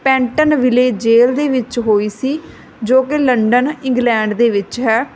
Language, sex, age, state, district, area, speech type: Punjabi, female, 30-45, Punjab, Barnala, rural, spontaneous